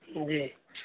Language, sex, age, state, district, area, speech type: Urdu, male, 18-30, Uttar Pradesh, Saharanpur, urban, conversation